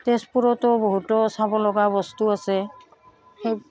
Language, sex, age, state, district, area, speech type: Assamese, female, 45-60, Assam, Udalguri, rural, spontaneous